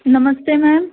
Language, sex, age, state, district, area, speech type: Hindi, female, 18-30, Uttar Pradesh, Azamgarh, rural, conversation